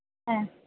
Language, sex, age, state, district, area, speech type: Malayalam, female, 18-30, Kerala, Idukki, rural, conversation